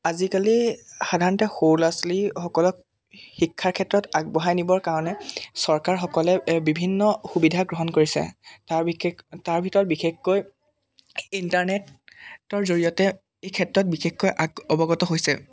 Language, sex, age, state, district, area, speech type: Assamese, male, 18-30, Assam, Jorhat, urban, spontaneous